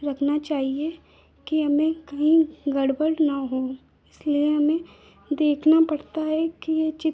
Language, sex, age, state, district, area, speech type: Hindi, female, 30-45, Uttar Pradesh, Lucknow, rural, spontaneous